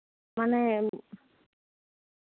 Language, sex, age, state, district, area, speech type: Santali, female, 30-45, West Bengal, Bankura, rural, conversation